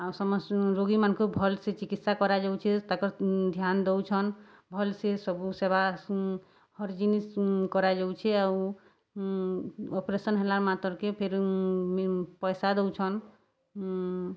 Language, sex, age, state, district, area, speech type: Odia, female, 30-45, Odisha, Bargarh, rural, spontaneous